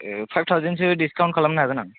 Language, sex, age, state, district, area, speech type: Bodo, male, 18-30, Assam, Chirang, urban, conversation